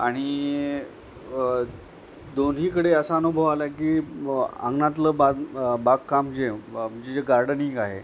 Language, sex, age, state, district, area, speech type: Marathi, male, 45-60, Maharashtra, Nanded, rural, spontaneous